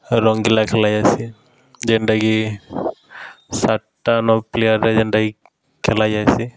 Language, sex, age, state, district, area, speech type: Odia, male, 30-45, Odisha, Bargarh, urban, spontaneous